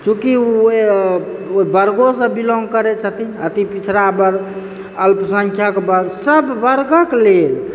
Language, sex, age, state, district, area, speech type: Maithili, male, 30-45, Bihar, Supaul, urban, spontaneous